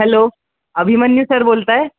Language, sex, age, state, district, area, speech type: Marathi, male, 18-30, Maharashtra, Wardha, urban, conversation